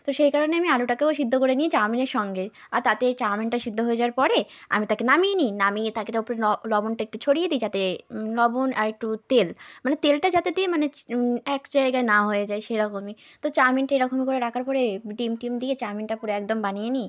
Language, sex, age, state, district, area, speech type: Bengali, female, 18-30, West Bengal, South 24 Parganas, rural, spontaneous